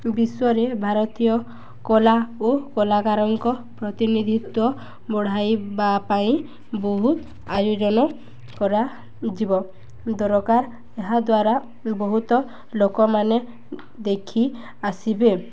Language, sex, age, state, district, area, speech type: Odia, female, 18-30, Odisha, Balangir, urban, spontaneous